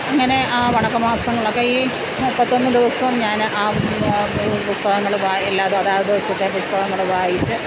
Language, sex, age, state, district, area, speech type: Malayalam, female, 45-60, Kerala, Pathanamthitta, rural, spontaneous